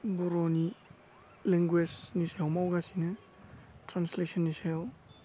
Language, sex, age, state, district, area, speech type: Bodo, male, 18-30, Assam, Udalguri, urban, spontaneous